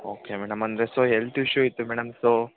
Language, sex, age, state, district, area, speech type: Kannada, male, 18-30, Karnataka, Kodagu, rural, conversation